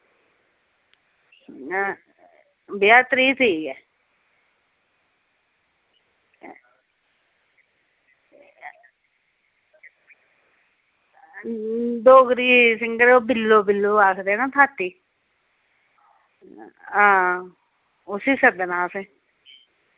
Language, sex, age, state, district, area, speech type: Dogri, female, 30-45, Jammu and Kashmir, Reasi, rural, conversation